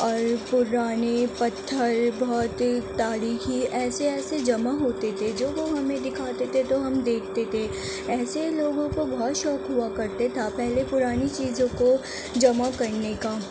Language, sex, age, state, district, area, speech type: Urdu, female, 30-45, Delhi, Central Delhi, urban, spontaneous